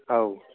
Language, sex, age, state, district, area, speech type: Bodo, male, 30-45, Assam, Udalguri, urban, conversation